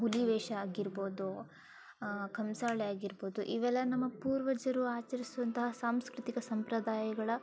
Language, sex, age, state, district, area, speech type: Kannada, female, 45-60, Karnataka, Chikkaballapur, rural, spontaneous